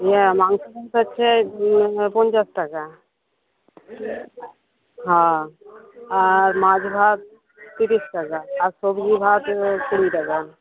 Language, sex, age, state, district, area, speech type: Bengali, female, 30-45, West Bengal, Uttar Dinajpur, urban, conversation